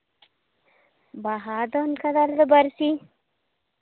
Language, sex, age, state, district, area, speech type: Santali, female, 18-30, Jharkhand, Seraikela Kharsawan, rural, conversation